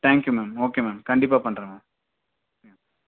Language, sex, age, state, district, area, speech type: Tamil, male, 18-30, Tamil Nadu, Dharmapuri, rural, conversation